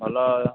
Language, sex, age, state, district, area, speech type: Odia, male, 18-30, Odisha, Jagatsinghpur, urban, conversation